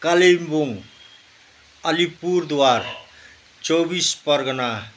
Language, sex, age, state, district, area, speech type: Nepali, male, 60+, West Bengal, Kalimpong, rural, spontaneous